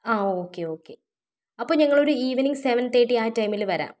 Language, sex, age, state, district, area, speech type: Malayalam, female, 30-45, Kerala, Thiruvananthapuram, rural, spontaneous